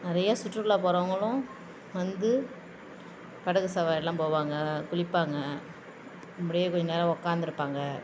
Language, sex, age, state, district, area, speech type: Tamil, female, 18-30, Tamil Nadu, Thanjavur, rural, spontaneous